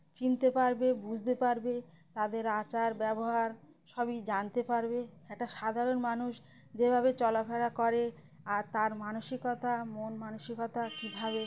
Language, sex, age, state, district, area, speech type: Bengali, female, 30-45, West Bengal, Uttar Dinajpur, urban, spontaneous